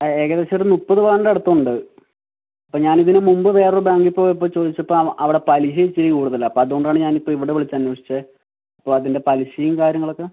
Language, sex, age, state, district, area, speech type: Malayalam, male, 18-30, Kerala, Kozhikode, urban, conversation